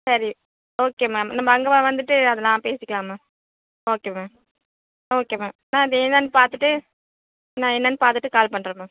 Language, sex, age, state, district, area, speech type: Tamil, female, 30-45, Tamil Nadu, Nagapattinam, rural, conversation